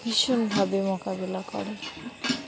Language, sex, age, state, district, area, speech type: Bengali, female, 18-30, West Bengal, Dakshin Dinajpur, urban, spontaneous